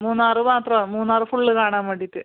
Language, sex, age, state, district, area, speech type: Malayalam, female, 30-45, Kerala, Kasaragod, rural, conversation